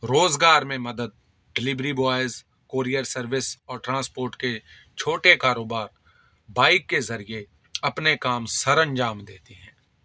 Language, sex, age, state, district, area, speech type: Urdu, male, 45-60, Delhi, South Delhi, urban, spontaneous